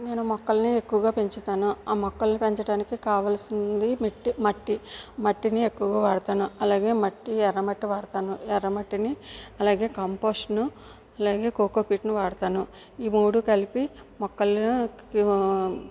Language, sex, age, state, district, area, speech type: Telugu, female, 45-60, Andhra Pradesh, East Godavari, rural, spontaneous